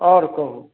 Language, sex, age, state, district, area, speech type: Maithili, male, 30-45, Bihar, Darbhanga, urban, conversation